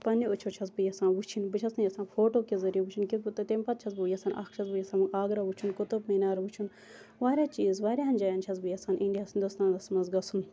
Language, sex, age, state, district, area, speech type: Kashmiri, female, 30-45, Jammu and Kashmir, Baramulla, rural, spontaneous